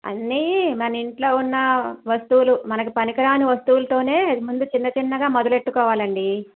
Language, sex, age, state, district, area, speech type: Telugu, female, 60+, Andhra Pradesh, Krishna, rural, conversation